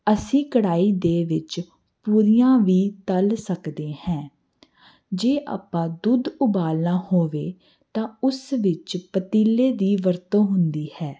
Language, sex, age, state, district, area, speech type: Punjabi, female, 18-30, Punjab, Hoshiarpur, urban, spontaneous